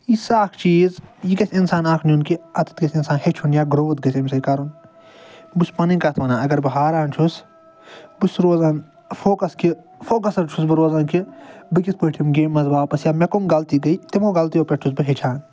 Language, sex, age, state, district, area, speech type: Kashmiri, male, 30-45, Jammu and Kashmir, Ganderbal, rural, spontaneous